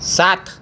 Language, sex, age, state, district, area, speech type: Marathi, male, 30-45, Maharashtra, Akola, urban, read